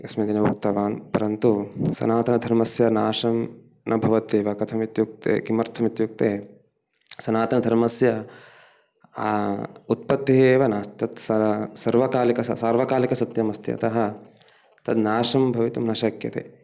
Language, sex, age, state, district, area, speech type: Sanskrit, male, 30-45, Karnataka, Uttara Kannada, rural, spontaneous